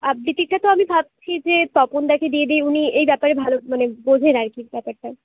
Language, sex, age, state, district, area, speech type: Bengali, female, 18-30, West Bengal, Jhargram, rural, conversation